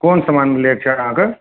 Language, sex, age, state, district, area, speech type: Maithili, male, 30-45, Bihar, Purnia, rural, conversation